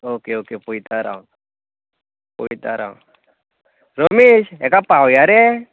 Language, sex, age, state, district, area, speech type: Goan Konkani, male, 18-30, Goa, Tiswadi, rural, conversation